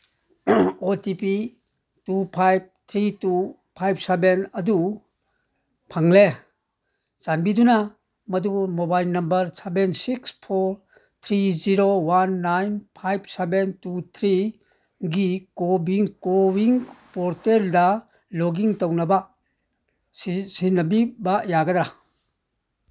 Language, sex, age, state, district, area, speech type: Manipuri, male, 60+, Manipur, Churachandpur, rural, read